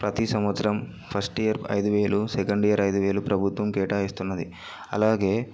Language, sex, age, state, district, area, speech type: Telugu, male, 18-30, Telangana, Yadadri Bhuvanagiri, urban, spontaneous